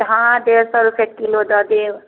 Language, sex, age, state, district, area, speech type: Maithili, female, 30-45, Bihar, Samastipur, urban, conversation